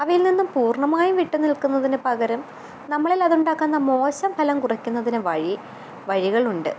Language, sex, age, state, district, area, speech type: Malayalam, female, 18-30, Kerala, Kottayam, rural, spontaneous